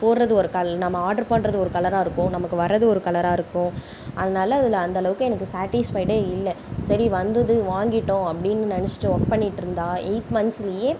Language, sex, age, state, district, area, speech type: Tamil, female, 18-30, Tamil Nadu, Tiruvarur, urban, spontaneous